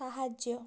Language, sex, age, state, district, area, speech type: Odia, female, 18-30, Odisha, Balasore, rural, read